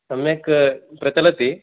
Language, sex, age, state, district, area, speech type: Sanskrit, male, 18-30, Karnataka, Uttara Kannada, rural, conversation